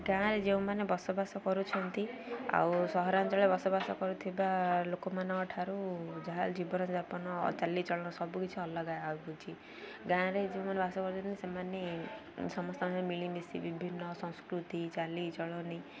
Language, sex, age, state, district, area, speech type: Odia, female, 18-30, Odisha, Ganjam, urban, spontaneous